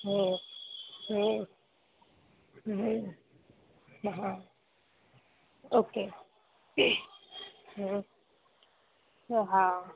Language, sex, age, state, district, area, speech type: Sindhi, female, 30-45, Gujarat, Junagadh, urban, conversation